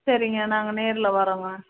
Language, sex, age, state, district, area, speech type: Tamil, female, 45-60, Tamil Nadu, Perambalur, rural, conversation